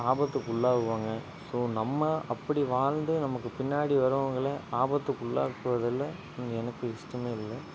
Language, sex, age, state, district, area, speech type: Tamil, male, 45-60, Tamil Nadu, Ariyalur, rural, spontaneous